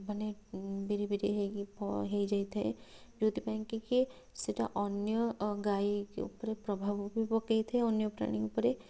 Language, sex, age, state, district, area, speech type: Odia, female, 18-30, Odisha, Cuttack, urban, spontaneous